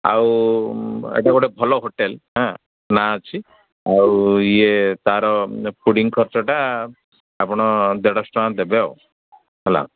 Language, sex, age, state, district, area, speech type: Odia, male, 60+, Odisha, Jharsuguda, rural, conversation